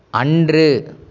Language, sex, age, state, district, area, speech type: Tamil, male, 18-30, Tamil Nadu, Madurai, rural, read